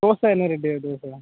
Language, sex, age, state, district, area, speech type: Tamil, male, 18-30, Tamil Nadu, Tenkasi, urban, conversation